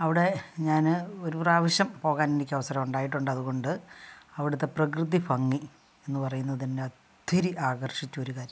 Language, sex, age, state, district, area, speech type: Malayalam, female, 60+, Kerala, Kasaragod, rural, spontaneous